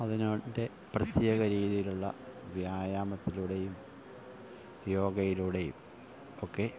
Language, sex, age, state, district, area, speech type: Malayalam, male, 45-60, Kerala, Thiruvananthapuram, rural, spontaneous